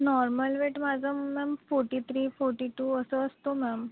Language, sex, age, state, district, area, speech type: Marathi, female, 30-45, Maharashtra, Nagpur, rural, conversation